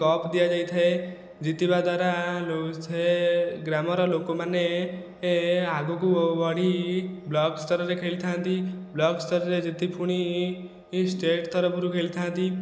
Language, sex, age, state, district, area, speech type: Odia, male, 18-30, Odisha, Khordha, rural, spontaneous